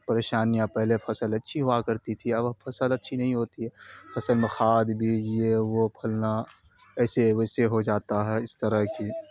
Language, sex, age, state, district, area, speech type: Urdu, male, 18-30, Bihar, Khagaria, rural, spontaneous